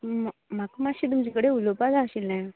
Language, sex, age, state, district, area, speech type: Goan Konkani, female, 18-30, Goa, Canacona, rural, conversation